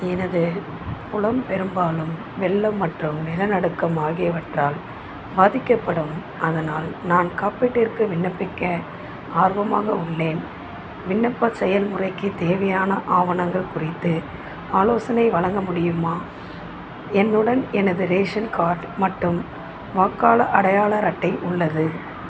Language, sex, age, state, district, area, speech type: Tamil, female, 30-45, Tamil Nadu, Chennai, urban, read